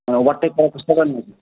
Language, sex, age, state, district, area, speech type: Bengali, male, 30-45, West Bengal, Howrah, urban, conversation